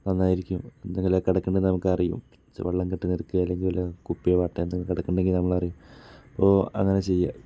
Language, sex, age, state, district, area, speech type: Malayalam, male, 30-45, Kerala, Palakkad, rural, spontaneous